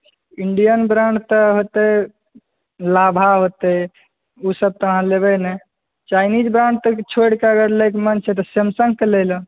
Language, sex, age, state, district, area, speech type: Maithili, male, 18-30, Bihar, Purnia, urban, conversation